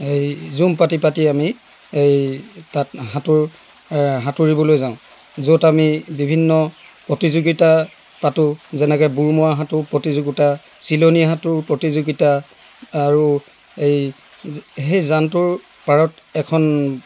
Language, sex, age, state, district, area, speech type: Assamese, male, 60+, Assam, Dibrugarh, rural, spontaneous